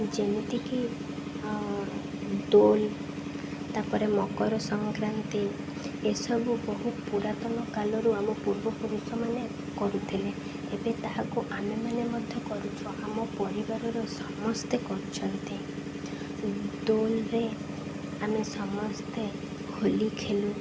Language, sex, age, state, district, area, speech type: Odia, female, 18-30, Odisha, Malkangiri, urban, spontaneous